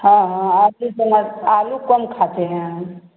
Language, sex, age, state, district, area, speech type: Hindi, female, 60+, Uttar Pradesh, Varanasi, rural, conversation